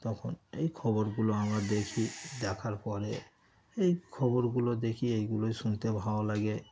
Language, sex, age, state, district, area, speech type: Bengali, male, 30-45, West Bengal, Darjeeling, rural, spontaneous